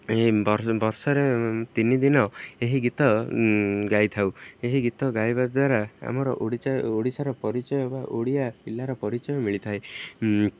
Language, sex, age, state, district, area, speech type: Odia, male, 18-30, Odisha, Jagatsinghpur, rural, spontaneous